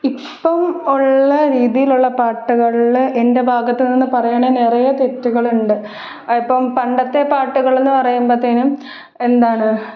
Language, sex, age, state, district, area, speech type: Malayalam, female, 18-30, Kerala, Pathanamthitta, urban, spontaneous